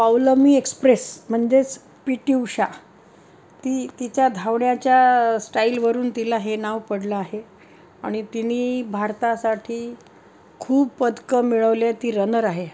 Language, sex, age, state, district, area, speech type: Marathi, female, 60+, Maharashtra, Pune, urban, spontaneous